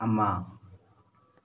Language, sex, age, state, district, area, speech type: Manipuri, male, 18-30, Manipur, Thoubal, rural, read